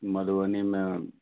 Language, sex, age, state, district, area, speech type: Maithili, male, 45-60, Bihar, Madhubani, rural, conversation